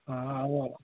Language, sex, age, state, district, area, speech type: Nepali, male, 18-30, West Bengal, Kalimpong, rural, conversation